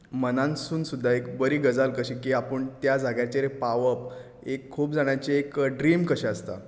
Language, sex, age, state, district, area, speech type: Goan Konkani, male, 18-30, Goa, Tiswadi, rural, spontaneous